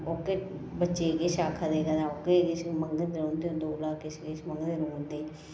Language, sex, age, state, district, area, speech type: Dogri, female, 30-45, Jammu and Kashmir, Reasi, rural, spontaneous